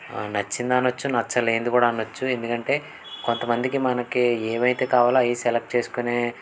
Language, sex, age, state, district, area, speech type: Telugu, male, 18-30, Andhra Pradesh, N T Rama Rao, urban, spontaneous